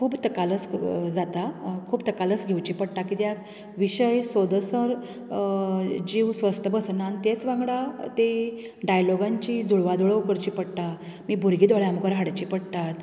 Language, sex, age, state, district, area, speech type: Goan Konkani, female, 30-45, Goa, Canacona, rural, spontaneous